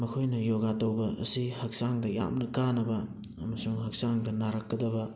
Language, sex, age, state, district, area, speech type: Manipuri, male, 30-45, Manipur, Thoubal, rural, spontaneous